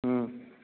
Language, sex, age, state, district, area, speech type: Maithili, male, 45-60, Bihar, Madhubani, urban, conversation